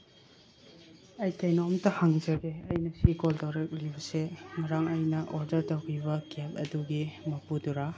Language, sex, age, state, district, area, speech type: Manipuri, male, 30-45, Manipur, Chandel, rural, spontaneous